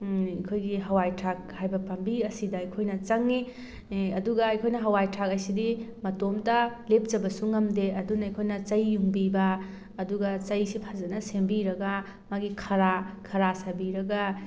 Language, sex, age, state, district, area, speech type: Manipuri, female, 18-30, Manipur, Thoubal, rural, spontaneous